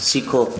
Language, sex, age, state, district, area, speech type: Hindi, male, 18-30, Bihar, Vaishali, rural, read